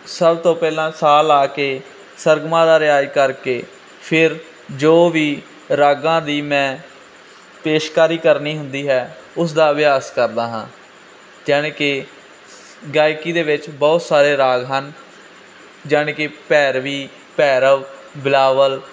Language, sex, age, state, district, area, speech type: Punjabi, male, 18-30, Punjab, Firozpur, urban, spontaneous